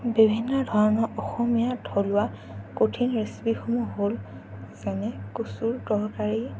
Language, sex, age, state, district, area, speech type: Assamese, female, 18-30, Assam, Sonitpur, rural, spontaneous